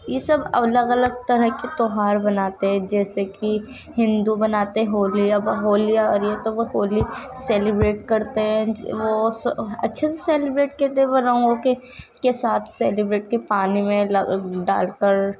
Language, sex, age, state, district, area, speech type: Urdu, female, 18-30, Uttar Pradesh, Ghaziabad, rural, spontaneous